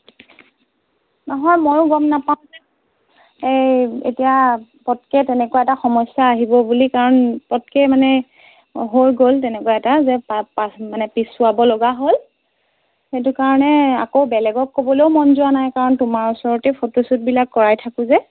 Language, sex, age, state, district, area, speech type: Assamese, female, 30-45, Assam, Golaghat, urban, conversation